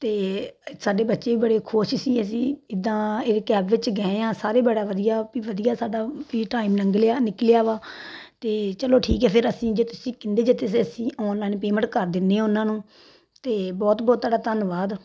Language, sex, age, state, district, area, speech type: Punjabi, female, 30-45, Punjab, Tarn Taran, rural, spontaneous